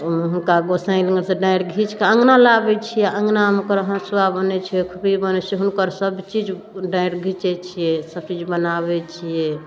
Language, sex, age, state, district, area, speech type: Maithili, female, 30-45, Bihar, Darbhanga, rural, spontaneous